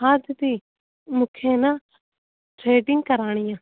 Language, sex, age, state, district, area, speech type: Sindhi, female, 18-30, Rajasthan, Ajmer, urban, conversation